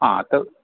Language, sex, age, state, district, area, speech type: Marathi, male, 60+, Maharashtra, Palghar, urban, conversation